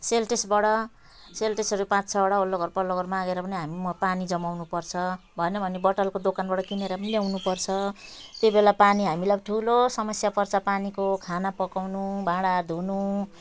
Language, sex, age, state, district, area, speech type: Nepali, female, 45-60, West Bengal, Jalpaiguri, rural, spontaneous